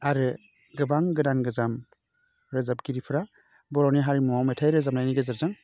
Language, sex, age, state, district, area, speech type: Bodo, male, 30-45, Assam, Baksa, urban, spontaneous